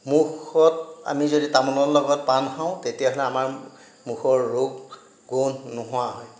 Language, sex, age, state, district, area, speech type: Assamese, male, 60+, Assam, Darrang, rural, spontaneous